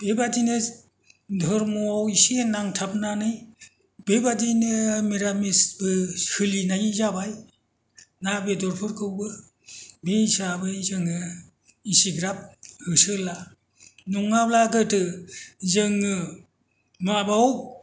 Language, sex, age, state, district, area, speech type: Bodo, male, 60+, Assam, Kokrajhar, rural, spontaneous